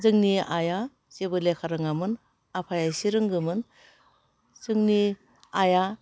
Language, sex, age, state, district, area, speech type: Bodo, female, 60+, Assam, Udalguri, urban, spontaneous